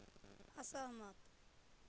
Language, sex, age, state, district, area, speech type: Hindi, female, 18-30, Bihar, Madhepura, rural, read